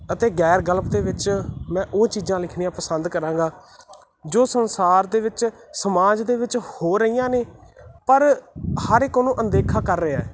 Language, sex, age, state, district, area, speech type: Punjabi, male, 18-30, Punjab, Muktsar, urban, spontaneous